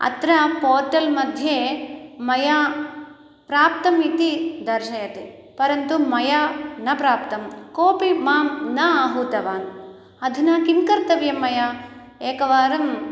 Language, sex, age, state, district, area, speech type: Sanskrit, female, 30-45, Andhra Pradesh, East Godavari, rural, spontaneous